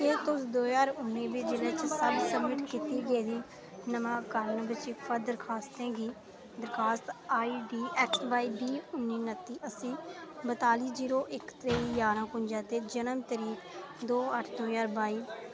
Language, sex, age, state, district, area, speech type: Dogri, female, 18-30, Jammu and Kashmir, Reasi, rural, read